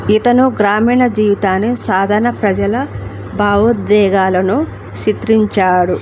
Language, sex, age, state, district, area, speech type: Telugu, female, 45-60, Andhra Pradesh, Alluri Sitarama Raju, rural, spontaneous